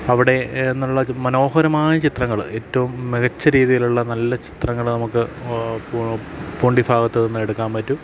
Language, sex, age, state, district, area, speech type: Malayalam, male, 30-45, Kerala, Idukki, rural, spontaneous